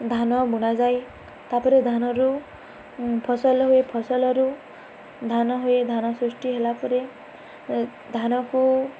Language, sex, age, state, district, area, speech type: Odia, female, 18-30, Odisha, Balangir, urban, spontaneous